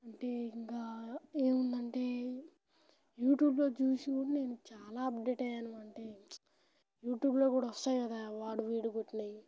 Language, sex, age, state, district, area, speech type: Telugu, male, 18-30, Telangana, Nalgonda, rural, spontaneous